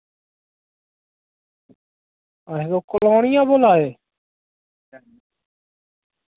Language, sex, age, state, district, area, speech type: Dogri, male, 30-45, Jammu and Kashmir, Reasi, rural, conversation